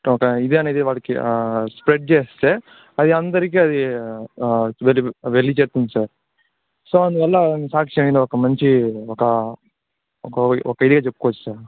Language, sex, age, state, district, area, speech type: Telugu, male, 60+, Andhra Pradesh, Chittoor, rural, conversation